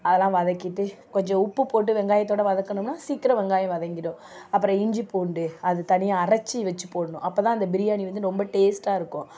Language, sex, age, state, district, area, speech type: Tamil, female, 45-60, Tamil Nadu, Nagapattinam, urban, spontaneous